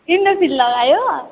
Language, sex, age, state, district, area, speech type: Nepali, female, 18-30, West Bengal, Darjeeling, rural, conversation